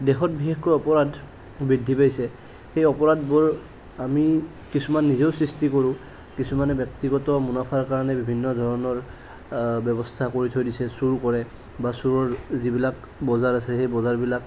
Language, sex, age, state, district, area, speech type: Assamese, male, 30-45, Assam, Nalbari, rural, spontaneous